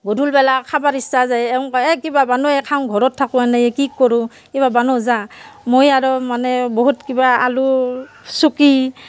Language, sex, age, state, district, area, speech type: Assamese, female, 45-60, Assam, Barpeta, rural, spontaneous